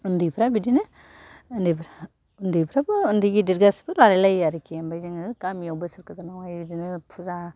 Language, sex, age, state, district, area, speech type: Bodo, female, 60+, Assam, Kokrajhar, urban, spontaneous